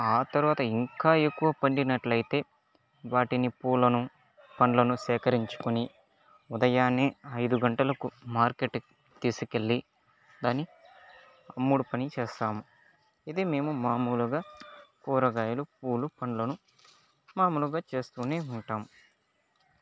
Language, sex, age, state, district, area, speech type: Telugu, male, 30-45, Andhra Pradesh, Chittoor, rural, spontaneous